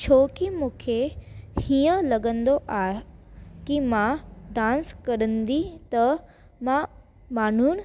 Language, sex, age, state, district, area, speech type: Sindhi, female, 18-30, Delhi, South Delhi, urban, spontaneous